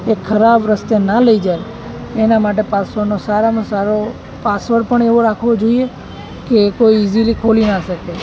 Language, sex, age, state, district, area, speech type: Gujarati, male, 18-30, Gujarat, Anand, rural, spontaneous